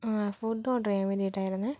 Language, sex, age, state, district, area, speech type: Malayalam, female, 30-45, Kerala, Kozhikode, urban, spontaneous